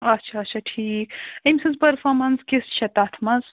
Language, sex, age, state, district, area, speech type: Kashmiri, female, 45-60, Jammu and Kashmir, Ganderbal, rural, conversation